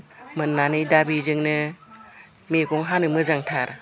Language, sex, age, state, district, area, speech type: Bodo, female, 60+, Assam, Udalguri, rural, spontaneous